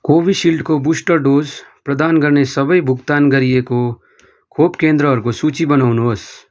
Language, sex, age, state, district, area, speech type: Nepali, male, 18-30, West Bengal, Darjeeling, rural, read